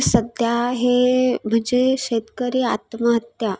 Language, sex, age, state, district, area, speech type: Marathi, female, 18-30, Maharashtra, Sindhudurg, rural, spontaneous